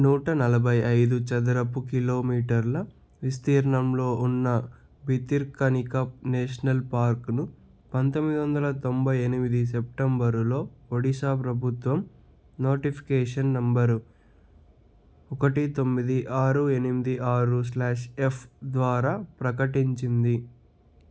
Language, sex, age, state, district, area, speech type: Telugu, male, 30-45, Andhra Pradesh, Chittoor, rural, read